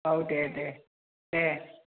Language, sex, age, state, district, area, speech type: Bodo, female, 60+, Assam, Chirang, rural, conversation